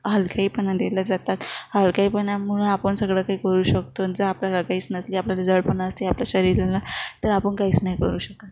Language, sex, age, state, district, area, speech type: Marathi, female, 30-45, Maharashtra, Wardha, rural, spontaneous